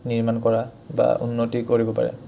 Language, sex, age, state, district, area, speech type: Assamese, male, 18-30, Assam, Udalguri, rural, spontaneous